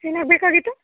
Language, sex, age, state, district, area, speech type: Kannada, female, 18-30, Karnataka, Chamarajanagar, rural, conversation